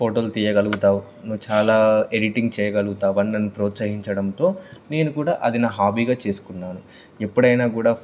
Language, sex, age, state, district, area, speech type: Telugu, male, 18-30, Telangana, Karimnagar, rural, spontaneous